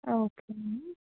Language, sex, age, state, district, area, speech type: Telugu, female, 18-30, Telangana, Suryapet, urban, conversation